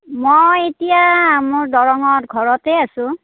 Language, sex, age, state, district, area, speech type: Assamese, female, 45-60, Assam, Darrang, rural, conversation